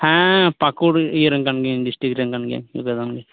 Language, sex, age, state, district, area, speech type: Santali, male, 18-30, Jharkhand, Pakur, rural, conversation